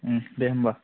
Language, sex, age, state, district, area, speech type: Bodo, male, 18-30, Assam, Kokrajhar, urban, conversation